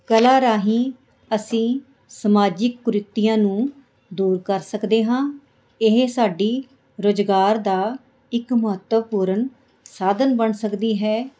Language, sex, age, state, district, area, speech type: Punjabi, female, 45-60, Punjab, Mohali, urban, spontaneous